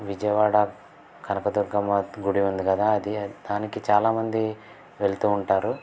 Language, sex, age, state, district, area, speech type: Telugu, male, 18-30, Andhra Pradesh, N T Rama Rao, urban, spontaneous